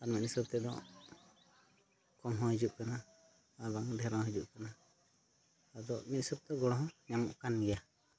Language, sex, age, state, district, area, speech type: Santali, male, 30-45, Jharkhand, Seraikela Kharsawan, rural, spontaneous